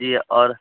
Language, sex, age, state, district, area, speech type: Hindi, male, 18-30, Bihar, Vaishali, rural, conversation